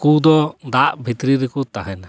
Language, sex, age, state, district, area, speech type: Santali, male, 30-45, West Bengal, Paschim Bardhaman, rural, spontaneous